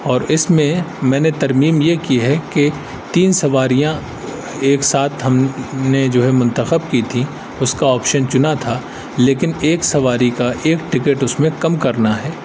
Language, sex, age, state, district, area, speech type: Urdu, male, 30-45, Uttar Pradesh, Aligarh, urban, spontaneous